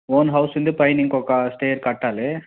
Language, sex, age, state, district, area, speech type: Telugu, male, 30-45, Andhra Pradesh, Nellore, rural, conversation